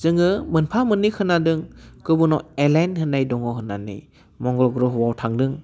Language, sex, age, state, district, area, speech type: Bodo, male, 30-45, Assam, Udalguri, urban, spontaneous